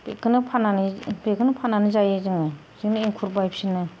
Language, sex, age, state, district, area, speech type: Bodo, female, 45-60, Assam, Kokrajhar, rural, spontaneous